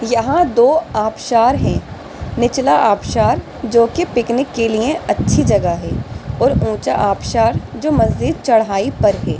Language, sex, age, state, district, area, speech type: Urdu, female, 18-30, Delhi, East Delhi, urban, read